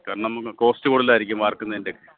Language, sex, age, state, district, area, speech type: Malayalam, male, 30-45, Kerala, Thiruvananthapuram, urban, conversation